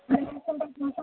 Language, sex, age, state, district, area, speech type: Telugu, female, 45-60, Andhra Pradesh, Srikakulam, urban, conversation